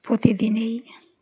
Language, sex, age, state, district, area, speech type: Bengali, female, 60+, West Bengal, Uttar Dinajpur, urban, spontaneous